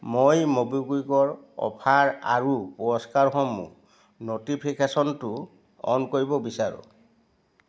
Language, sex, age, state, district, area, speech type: Assamese, male, 60+, Assam, Biswanath, rural, read